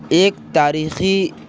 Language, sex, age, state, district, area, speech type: Urdu, male, 30-45, Bihar, Khagaria, rural, spontaneous